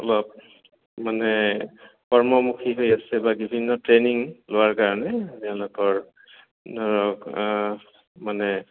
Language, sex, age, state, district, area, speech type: Assamese, male, 45-60, Assam, Goalpara, urban, conversation